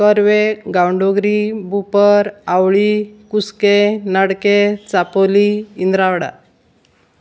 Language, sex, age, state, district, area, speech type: Goan Konkani, female, 45-60, Goa, Salcete, rural, spontaneous